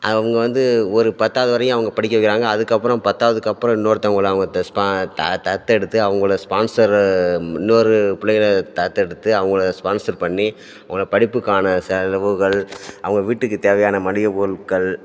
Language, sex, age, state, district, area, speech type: Tamil, male, 30-45, Tamil Nadu, Thanjavur, rural, spontaneous